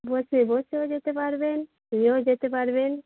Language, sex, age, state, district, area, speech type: Bengali, female, 30-45, West Bengal, Darjeeling, rural, conversation